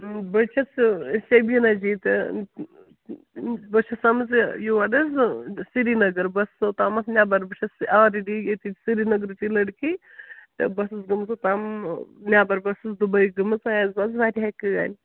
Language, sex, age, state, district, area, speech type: Kashmiri, female, 30-45, Jammu and Kashmir, Srinagar, rural, conversation